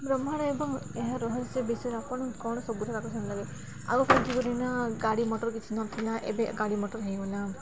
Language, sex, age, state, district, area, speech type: Odia, female, 18-30, Odisha, Koraput, urban, spontaneous